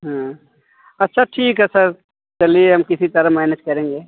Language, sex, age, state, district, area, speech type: Hindi, male, 30-45, Uttar Pradesh, Azamgarh, rural, conversation